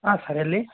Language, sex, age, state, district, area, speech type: Kannada, male, 18-30, Karnataka, Koppal, rural, conversation